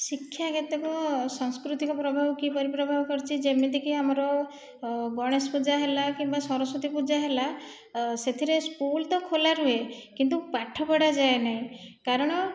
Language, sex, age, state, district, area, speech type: Odia, female, 30-45, Odisha, Khordha, rural, spontaneous